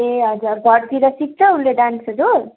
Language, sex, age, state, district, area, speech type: Nepali, female, 18-30, West Bengal, Darjeeling, rural, conversation